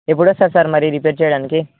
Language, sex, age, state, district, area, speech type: Telugu, male, 18-30, Telangana, Nalgonda, urban, conversation